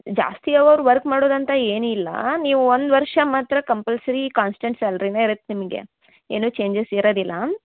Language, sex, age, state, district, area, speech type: Kannada, female, 18-30, Karnataka, Dharwad, urban, conversation